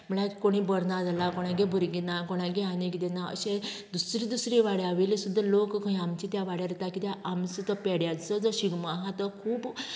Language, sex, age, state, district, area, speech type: Goan Konkani, female, 45-60, Goa, Canacona, rural, spontaneous